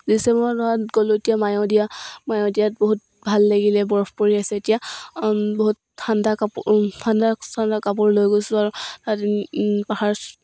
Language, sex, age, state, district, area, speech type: Assamese, female, 18-30, Assam, Dibrugarh, rural, spontaneous